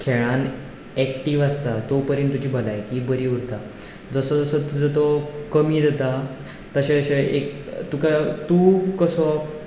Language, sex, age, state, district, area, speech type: Goan Konkani, male, 18-30, Goa, Ponda, rural, spontaneous